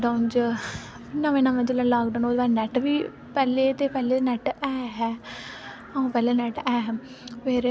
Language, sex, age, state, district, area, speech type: Dogri, female, 18-30, Jammu and Kashmir, Samba, rural, spontaneous